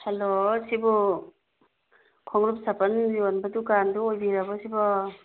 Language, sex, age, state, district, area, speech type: Manipuri, female, 45-60, Manipur, Imphal East, rural, conversation